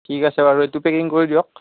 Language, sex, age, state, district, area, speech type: Assamese, male, 45-60, Assam, Darrang, rural, conversation